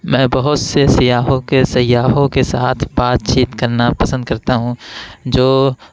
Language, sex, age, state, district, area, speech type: Urdu, male, 18-30, Uttar Pradesh, Lucknow, urban, spontaneous